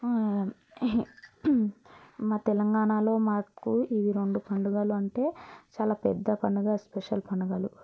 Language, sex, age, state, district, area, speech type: Telugu, female, 18-30, Telangana, Vikarabad, urban, spontaneous